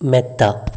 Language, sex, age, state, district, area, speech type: Malayalam, male, 18-30, Kerala, Wayanad, rural, read